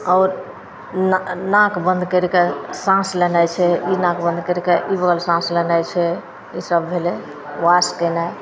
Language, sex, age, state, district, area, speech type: Maithili, female, 45-60, Bihar, Madhepura, rural, spontaneous